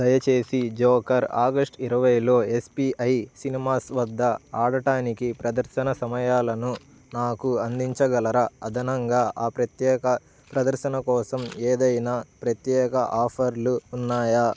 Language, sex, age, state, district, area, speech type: Telugu, male, 18-30, Andhra Pradesh, Bapatla, urban, read